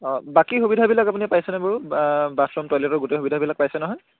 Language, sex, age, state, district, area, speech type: Assamese, male, 18-30, Assam, Charaideo, urban, conversation